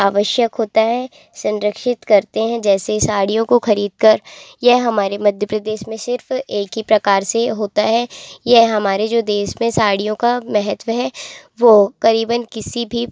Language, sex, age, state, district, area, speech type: Hindi, female, 18-30, Madhya Pradesh, Jabalpur, urban, spontaneous